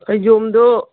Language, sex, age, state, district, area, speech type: Manipuri, female, 45-60, Manipur, Imphal East, rural, conversation